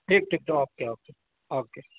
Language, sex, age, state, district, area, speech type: Urdu, male, 30-45, Uttar Pradesh, Gautam Buddha Nagar, urban, conversation